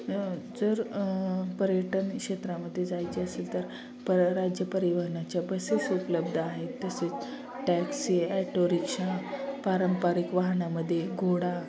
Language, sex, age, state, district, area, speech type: Marathi, female, 30-45, Maharashtra, Osmanabad, rural, spontaneous